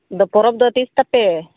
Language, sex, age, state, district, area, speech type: Santali, female, 30-45, West Bengal, Malda, rural, conversation